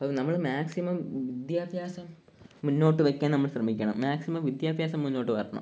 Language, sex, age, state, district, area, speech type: Malayalam, male, 18-30, Kerala, Kollam, rural, spontaneous